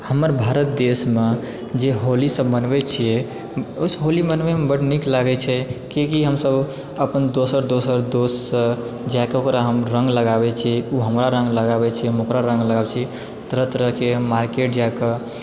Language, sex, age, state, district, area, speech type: Maithili, male, 18-30, Bihar, Supaul, rural, spontaneous